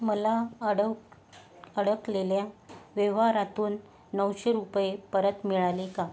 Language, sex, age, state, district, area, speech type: Marathi, female, 30-45, Maharashtra, Yavatmal, urban, read